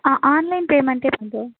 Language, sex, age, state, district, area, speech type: Tamil, female, 18-30, Tamil Nadu, Sivaganga, rural, conversation